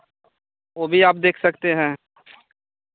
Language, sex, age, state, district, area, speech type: Hindi, male, 30-45, Bihar, Madhepura, rural, conversation